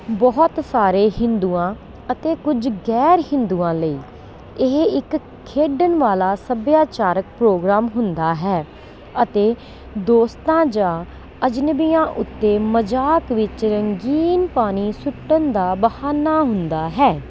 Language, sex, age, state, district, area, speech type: Punjabi, female, 30-45, Punjab, Kapurthala, rural, read